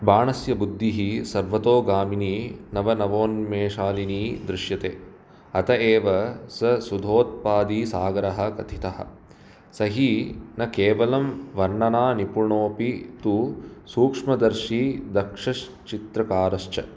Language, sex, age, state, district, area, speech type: Sanskrit, male, 30-45, Karnataka, Bangalore Urban, urban, spontaneous